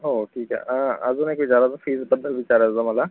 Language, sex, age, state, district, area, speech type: Marathi, male, 60+, Maharashtra, Akola, rural, conversation